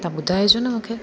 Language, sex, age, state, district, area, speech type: Sindhi, female, 30-45, Gujarat, Junagadh, urban, spontaneous